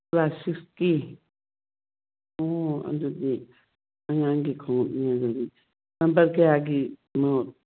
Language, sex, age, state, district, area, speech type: Manipuri, female, 60+, Manipur, Churachandpur, urban, conversation